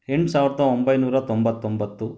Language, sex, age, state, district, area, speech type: Kannada, male, 30-45, Karnataka, Chitradurga, rural, spontaneous